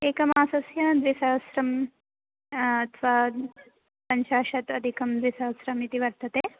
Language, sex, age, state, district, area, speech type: Sanskrit, female, 18-30, Telangana, Medchal, urban, conversation